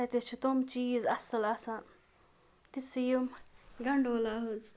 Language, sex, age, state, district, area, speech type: Kashmiri, female, 18-30, Jammu and Kashmir, Ganderbal, rural, spontaneous